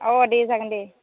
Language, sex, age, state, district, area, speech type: Bodo, female, 18-30, Assam, Baksa, rural, conversation